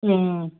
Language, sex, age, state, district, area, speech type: Manipuri, female, 60+, Manipur, Churachandpur, urban, conversation